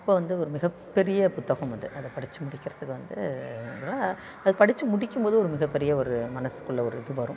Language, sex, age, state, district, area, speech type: Tamil, female, 45-60, Tamil Nadu, Thanjavur, rural, spontaneous